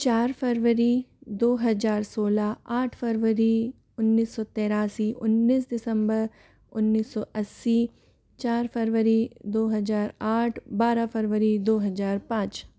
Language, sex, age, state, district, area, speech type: Hindi, female, 45-60, Rajasthan, Jaipur, urban, spontaneous